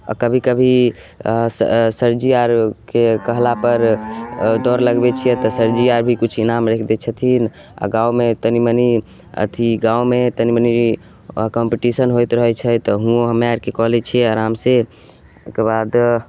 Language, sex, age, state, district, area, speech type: Maithili, male, 18-30, Bihar, Samastipur, urban, spontaneous